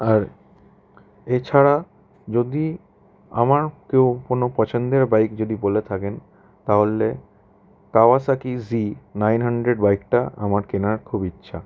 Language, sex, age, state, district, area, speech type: Bengali, male, 18-30, West Bengal, Howrah, urban, spontaneous